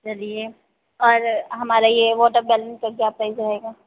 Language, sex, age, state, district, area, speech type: Hindi, female, 30-45, Uttar Pradesh, Sitapur, rural, conversation